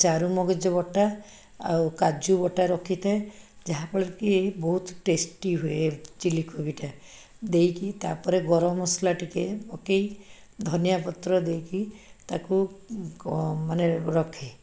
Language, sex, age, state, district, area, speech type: Odia, female, 60+, Odisha, Cuttack, urban, spontaneous